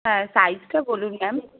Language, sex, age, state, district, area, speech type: Bengali, female, 30-45, West Bengal, Darjeeling, rural, conversation